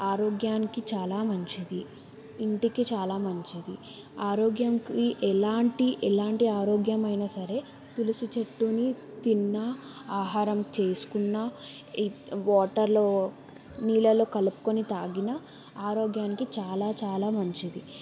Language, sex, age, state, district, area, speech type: Telugu, female, 18-30, Telangana, Yadadri Bhuvanagiri, urban, spontaneous